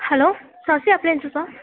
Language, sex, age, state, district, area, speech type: Tamil, female, 18-30, Tamil Nadu, Thanjavur, urban, conversation